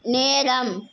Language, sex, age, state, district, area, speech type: Tamil, female, 30-45, Tamil Nadu, Nagapattinam, rural, read